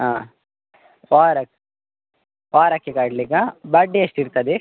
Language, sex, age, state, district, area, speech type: Kannada, male, 18-30, Karnataka, Dakshina Kannada, rural, conversation